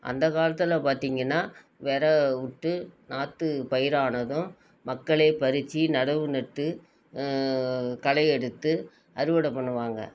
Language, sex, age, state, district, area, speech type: Tamil, female, 45-60, Tamil Nadu, Nagapattinam, rural, spontaneous